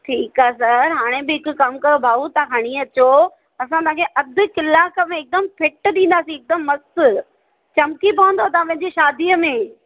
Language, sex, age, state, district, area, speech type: Sindhi, female, 30-45, Maharashtra, Thane, urban, conversation